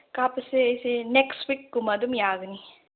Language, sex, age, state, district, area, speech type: Manipuri, female, 18-30, Manipur, Chandel, rural, conversation